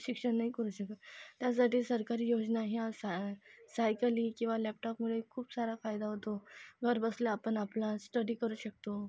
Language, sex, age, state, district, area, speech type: Marathi, female, 18-30, Maharashtra, Akola, rural, spontaneous